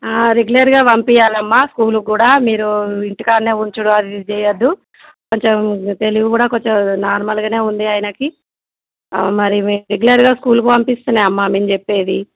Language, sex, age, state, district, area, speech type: Telugu, female, 30-45, Telangana, Jagtial, rural, conversation